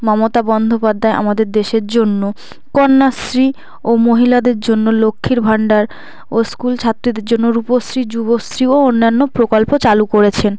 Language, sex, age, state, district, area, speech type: Bengali, female, 18-30, West Bengal, South 24 Parganas, rural, spontaneous